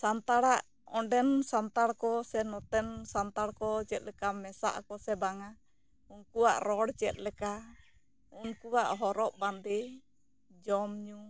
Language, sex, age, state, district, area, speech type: Santali, female, 30-45, West Bengal, Bankura, rural, spontaneous